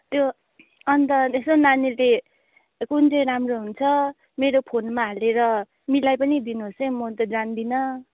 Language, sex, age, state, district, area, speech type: Nepali, female, 60+, West Bengal, Darjeeling, rural, conversation